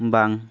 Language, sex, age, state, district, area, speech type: Santali, male, 18-30, Jharkhand, Pakur, rural, read